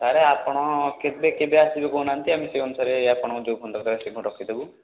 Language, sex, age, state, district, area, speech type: Odia, male, 18-30, Odisha, Puri, urban, conversation